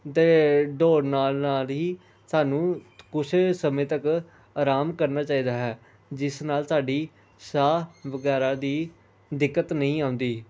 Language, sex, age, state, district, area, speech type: Punjabi, male, 18-30, Punjab, Pathankot, rural, spontaneous